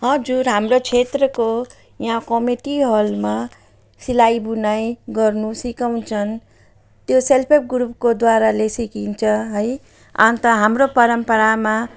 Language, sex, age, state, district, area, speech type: Nepali, female, 45-60, West Bengal, Jalpaiguri, rural, spontaneous